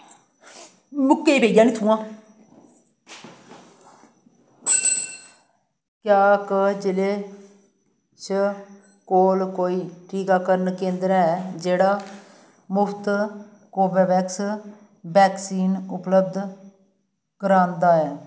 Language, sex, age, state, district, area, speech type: Dogri, female, 60+, Jammu and Kashmir, Reasi, rural, read